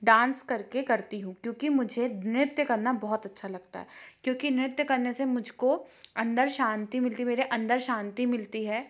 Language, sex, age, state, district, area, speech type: Hindi, female, 30-45, Madhya Pradesh, Jabalpur, urban, spontaneous